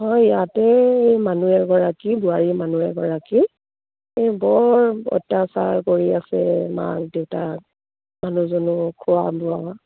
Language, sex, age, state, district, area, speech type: Assamese, female, 45-60, Assam, Dibrugarh, rural, conversation